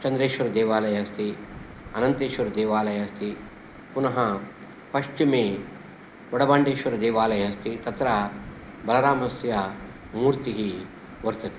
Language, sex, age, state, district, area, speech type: Sanskrit, male, 60+, Karnataka, Udupi, rural, spontaneous